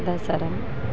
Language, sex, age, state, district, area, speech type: Kannada, female, 45-60, Karnataka, Bellary, urban, spontaneous